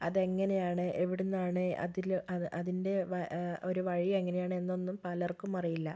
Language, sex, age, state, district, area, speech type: Malayalam, female, 18-30, Kerala, Kozhikode, urban, spontaneous